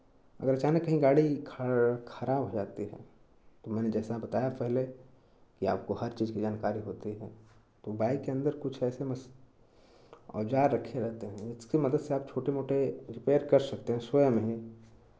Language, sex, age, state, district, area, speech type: Hindi, male, 18-30, Uttar Pradesh, Chandauli, urban, spontaneous